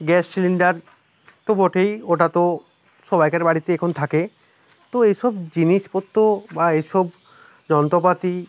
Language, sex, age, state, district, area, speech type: Bengali, male, 18-30, West Bengal, Uttar Dinajpur, rural, spontaneous